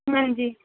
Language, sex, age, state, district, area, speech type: Punjabi, female, 30-45, Punjab, Kapurthala, urban, conversation